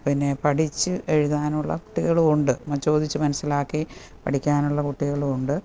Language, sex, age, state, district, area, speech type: Malayalam, female, 45-60, Kerala, Kottayam, urban, spontaneous